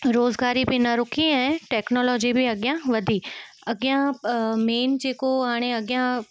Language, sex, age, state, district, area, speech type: Sindhi, female, 18-30, Gujarat, Kutch, urban, spontaneous